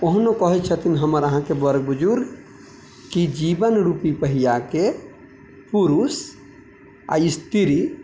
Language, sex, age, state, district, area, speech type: Maithili, male, 30-45, Bihar, Madhubani, rural, spontaneous